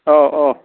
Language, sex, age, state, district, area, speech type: Manipuri, male, 60+, Manipur, Thoubal, rural, conversation